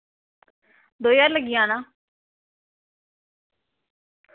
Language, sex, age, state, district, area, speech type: Dogri, female, 18-30, Jammu and Kashmir, Samba, rural, conversation